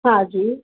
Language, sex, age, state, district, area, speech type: Sindhi, female, 45-60, Maharashtra, Mumbai Suburban, urban, conversation